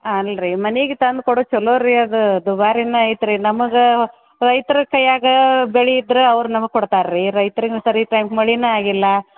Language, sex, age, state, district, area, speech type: Kannada, female, 45-60, Karnataka, Dharwad, rural, conversation